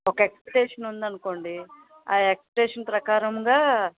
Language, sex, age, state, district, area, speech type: Telugu, female, 60+, Andhra Pradesh, Vizianagaram, rural, conversation